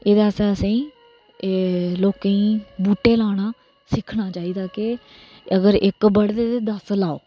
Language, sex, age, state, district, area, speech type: Dogri, female, 30-45, Jammu and Kashmir, Reasi, rural, spontaneous